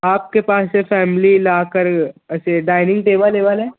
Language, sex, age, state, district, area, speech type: Urdu, male, 18-30, Maharashtra, Nashik, urban, conversation